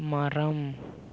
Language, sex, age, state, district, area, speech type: Tamil, male, 18-30, Tamil Nadu, Tiruvarur, rural, read